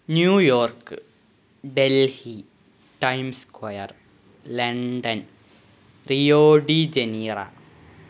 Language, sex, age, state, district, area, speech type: Malayalam, male, 18-30, Kerala, Malappuram, rural, spontaneous